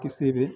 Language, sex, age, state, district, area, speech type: Hindi, male, 60+, Bihar, Madhepura, rural, spontaneous